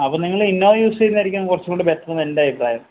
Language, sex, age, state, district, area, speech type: Malayalam, male, 30-45, Kerala, Wayanad, rural, conversation